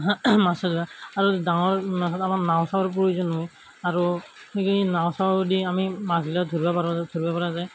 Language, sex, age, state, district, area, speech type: Assamese, male, 18-30, Assam, Darrang, rural, spontaneous